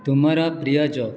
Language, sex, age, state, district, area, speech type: Odia, male, 30-45, Odisha, Jajpur, rural, read